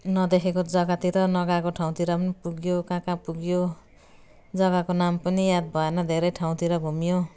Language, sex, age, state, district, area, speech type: Nepali, female, 60+, West Bengal, Jalpaiguri, urban, spontaneous